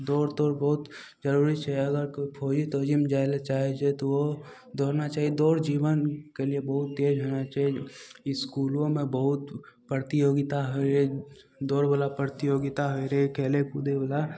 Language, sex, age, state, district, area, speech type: Maithili, male, 18-30, Bihar, Madhepura, rural, spontaneous